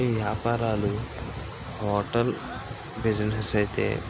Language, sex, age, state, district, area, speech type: Telugu, male, 18-30, Andhra Pradesh, Srikakulam, rural, spontaneous